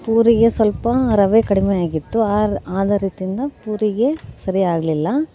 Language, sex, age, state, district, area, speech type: Kannada, female, 18-30, Karnataka, Gadag, rural, spontaneous